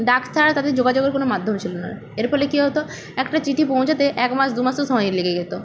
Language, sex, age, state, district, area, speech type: Bengali, female, 30-45, West Bengal, Nadia, rural, spontaneous